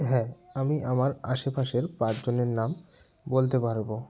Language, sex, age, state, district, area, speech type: Bengali, male, 18-30, West Bengal, Jalpaiguri, rural, spontaneous